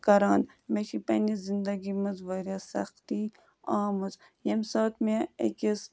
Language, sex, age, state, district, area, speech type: Kashmiri, female, 18-30, Jammu and Kashmir, Budgam, rural, spontaneous